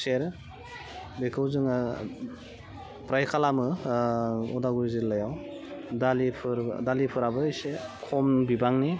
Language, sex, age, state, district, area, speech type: Bodo, female, 30-45, Assam, Udalguri, urban, spontaneous